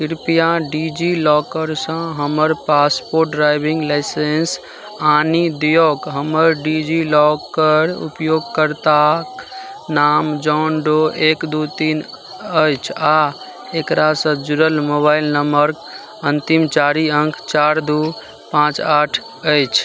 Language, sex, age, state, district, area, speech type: Maithili, male, 18-30, Bihar, Madhubani, rural, read